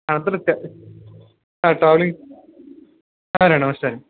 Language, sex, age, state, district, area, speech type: Kannada, male, 18-30, Karnataka, Belgaum, rural, conversation